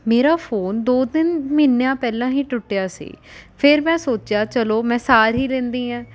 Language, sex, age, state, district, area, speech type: Punjabi, female, 18-30, Punjab, Rupnagar, urban, spontaneous